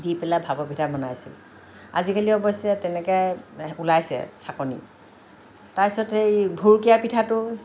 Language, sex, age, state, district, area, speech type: Assamese, female, 60+, Assam, Lakhimpur, rural, spontaneous